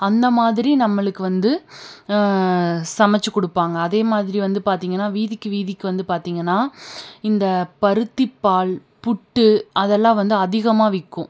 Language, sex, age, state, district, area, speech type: Tamil, female, 18-30, Tamil Nadu, Tiruppur, urban, spontaneous